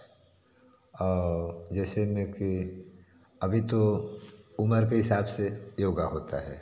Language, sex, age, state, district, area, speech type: Hindi, male, 45-60, Uttar Pradesh, Varanasi, urban, spontaneous